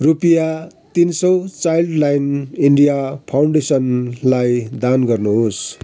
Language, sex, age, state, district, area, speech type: Nepali, male, 60+, West Bengal, Kalimpong, rural, read